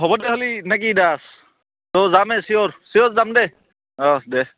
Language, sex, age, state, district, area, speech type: Assamese, male, 30-45, Assam, Barpeta, rural, conversation